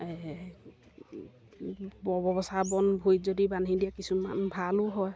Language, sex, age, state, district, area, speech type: Assamese, female, 30-45, Assam, Golaghat, rural, spontaneous